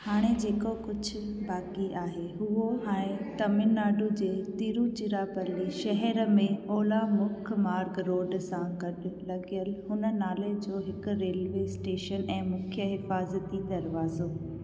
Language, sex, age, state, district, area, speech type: Sindhi, female, 18-30, Gujarat, Junagadh, rural, read